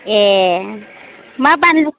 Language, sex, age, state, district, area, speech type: Bodo, female, 30-45, Assam, Chirang, urban, conversation